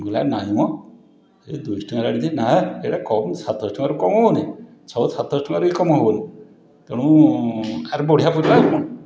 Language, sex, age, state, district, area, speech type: Odia, male, 60+, Odisha, Puri, urban, spontaneous